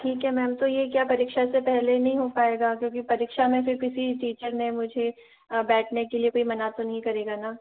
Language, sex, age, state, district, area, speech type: Hindi, female, 30-45, Rajasthan, Jaipur, urban, conversation